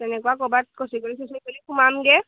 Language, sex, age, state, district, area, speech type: Assamese, female, 18-30, Assam, Jorhat, urban, conversation